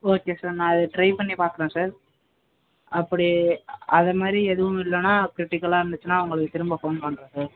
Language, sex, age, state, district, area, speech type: Tamil, male, 18-30, Tamil Nadu, Thanjavur, rural, conversation